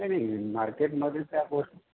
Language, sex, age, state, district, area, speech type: Marathi, male, 45-60, Maharashtra, Akola, rural, conversation